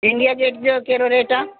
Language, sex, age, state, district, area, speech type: Sindhi, female, 45-60, Delhi, South Delhi, urban, conversation